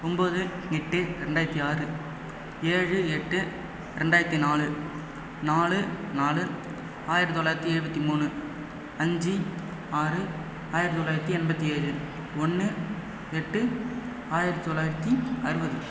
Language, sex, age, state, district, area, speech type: Tamil, male, 30-45, Tamil Nadu, Cuddalore, rural, spontaneous